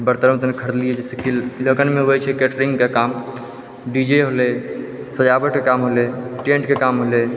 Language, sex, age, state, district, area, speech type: Maithili, male, 18-30, Bihar, Purnia, rural, spontaneous